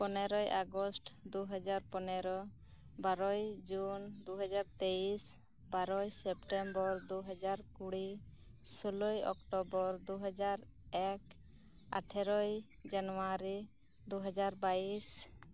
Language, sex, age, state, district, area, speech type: Santali, female, 18-30, West Bengal, Birbhum, rural, spontaneous